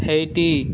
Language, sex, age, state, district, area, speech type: Odia, male, 18-30, Odisha, Nuapada, urban, read